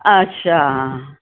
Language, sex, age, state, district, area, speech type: Dogri, female, 60+, Jammu and Kashmir, Reasi, urban, conversation